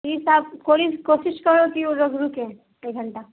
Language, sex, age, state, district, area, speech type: Urdu, female, 30-45, Bihar, Darbhanga, rural, conversation